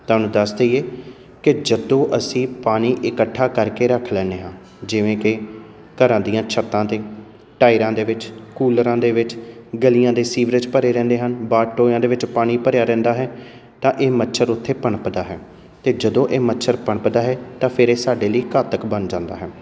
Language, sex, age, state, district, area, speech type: Punjabi, male, 30-45, Punjab, Amritsar, urban, spontaneous